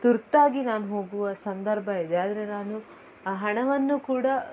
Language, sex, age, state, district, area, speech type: Kannada, female, 18-30, Karnataka, Udupi, urban, spontaneous